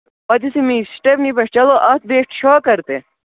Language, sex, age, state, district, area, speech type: Kashmiri, male, 18-30, Jammu and Kashmir, Baramulla, rural, conversation